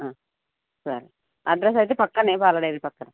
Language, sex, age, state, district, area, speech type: Telugu, female, 45-60, Telangana, Karimnagar, urban, conversation